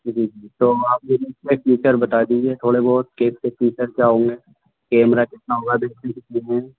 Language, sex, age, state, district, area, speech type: Urdu, male, 18-30, Delhi, North West Delhi, urban, conversation